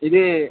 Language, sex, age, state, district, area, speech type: Malayalam, male, 18-30, Kerala, Kasaragod, rural, conversation